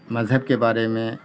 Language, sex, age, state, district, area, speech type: Urdu, male, 60+, Bihar, Khagaria, rural, spontaneous